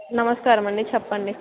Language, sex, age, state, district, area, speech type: Telugu, female, 18-30, Andhra Pradesh, N T Rama Rao, urban, conversation